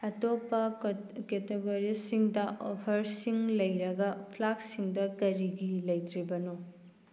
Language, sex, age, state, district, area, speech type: Manipuri, female, 18-30, Manipur, Thoubal, rural, read